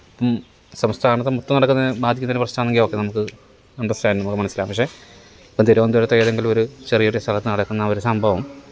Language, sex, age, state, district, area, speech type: Malayalam, male, 18-30, Kerala, Kollam, rural, spontaneous